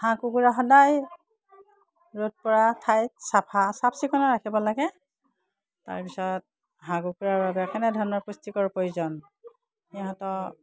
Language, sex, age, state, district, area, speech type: Assamese, female, 60+, Assam, Udalguri, rural, spontaneous